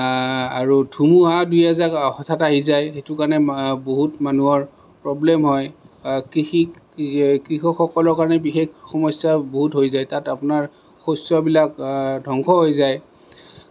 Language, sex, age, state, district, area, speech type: Assamese, male, 30-45, Assam, Kamrup Metropolitan, urban, spontaneous